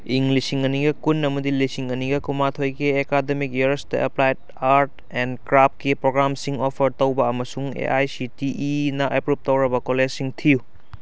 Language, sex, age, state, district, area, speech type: Manipuri, male, 18-30, Manipur, Kakching, rural, read